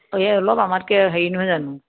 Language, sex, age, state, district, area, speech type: Assamese, female, 60+, Assam, Dhemaji, rural, conversation